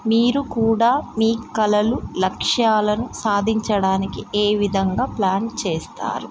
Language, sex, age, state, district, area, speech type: Telugu, female, 30-45, Telangana, Mulugu, rural, spontaneous